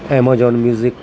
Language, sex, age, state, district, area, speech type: Punjabi, male, 45-60, Punjab, Mansa, urban, spontaneous